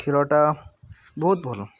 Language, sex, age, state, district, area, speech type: Odia, male, 18-30, Odisha, Puri, urban, spontaneous